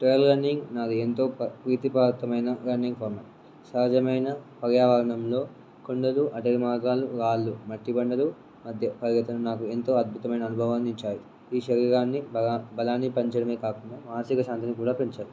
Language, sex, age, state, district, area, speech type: Telugu, male, 18-30, Telangana, Warangal, rural, spontaneous